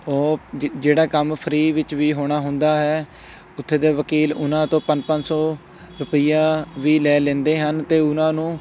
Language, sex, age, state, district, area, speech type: Punjabi, male, 18-30, Punjab, Shaheed Bhagat Singh Nagar, rural, spontaneous